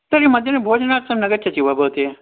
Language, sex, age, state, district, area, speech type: Sanskrit, male, 60+, Karnataka, Mandya, rural, conversation